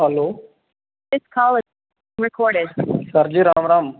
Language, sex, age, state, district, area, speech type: Dogri, male, 18-30, Jammu and Kashmir, Reasi, urban, conversation